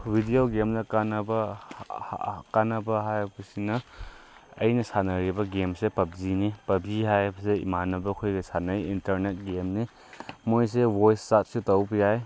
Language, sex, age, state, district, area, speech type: Manipuri, male, 18-30, Manipur, Chandel, rural, spontaneous